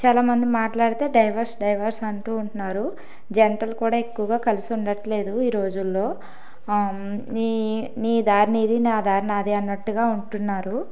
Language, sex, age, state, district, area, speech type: Telugu, female, 18-30, Telangana, Karimnagar, urban, spontaneous